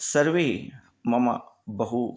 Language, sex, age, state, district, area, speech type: Sanskrit, male, 45-60, Karnataka, Bidar, urban, spontaneous